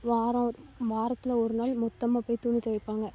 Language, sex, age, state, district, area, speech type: Tamil, female, 18-30, Tamil Nadu, Thoothukudi, rural, spontaneous